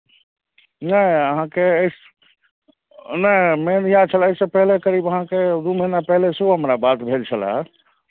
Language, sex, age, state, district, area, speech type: Maithili, male, 30-45, Bihar, Madhubani, rural, conversation